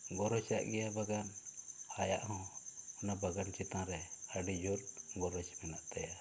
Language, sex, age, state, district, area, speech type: Santali, male, 30-45, West Bengal, Bankura, rural, spontaneous